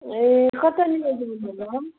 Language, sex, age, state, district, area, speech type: Nepali, female, 18-30, West Bengal, Kalimpong, rural, conversation